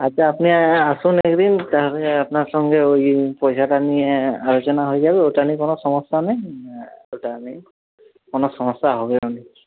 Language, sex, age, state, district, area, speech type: Bengali, male, 30-45, West Bengal, Jhargram, rural, conversation